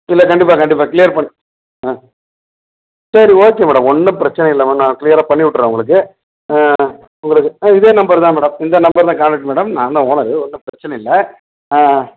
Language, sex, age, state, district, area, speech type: Tamil, male, 45-60, Tamil Nadu, Perambalur, urban, conversation